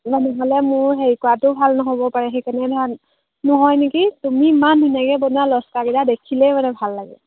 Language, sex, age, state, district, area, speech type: Assamese, female, 18-30, Assam, Golaghat, urban, conversation